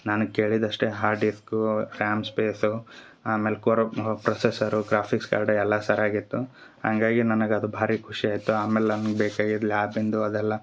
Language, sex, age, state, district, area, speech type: Kannada, male, 30-45, Karnataka, Gulbarga, rural, spontaneous